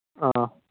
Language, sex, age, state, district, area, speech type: Manipuri, male, 18-30, Manipur, Kangpokpi, urban, conversation